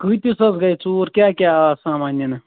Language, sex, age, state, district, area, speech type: Kashmiri, male, 18-30, Jammu and Kashmir, Ganderbal, rural, conversation